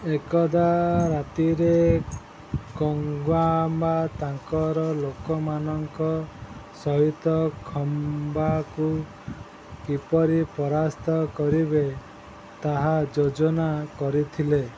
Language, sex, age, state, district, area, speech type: Odia, male, 30-45, Odisha, Sundergarh, urban, read